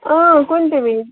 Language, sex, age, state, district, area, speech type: Kashmiri, female, 30-45, Jammu and Kashmir, Ganderbal, rural, conversation